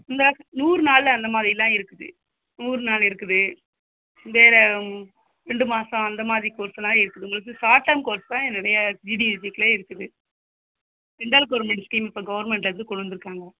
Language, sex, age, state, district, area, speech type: Tamil, female, 45-60, Tamil Nadu, Sivaganga, rural, conversation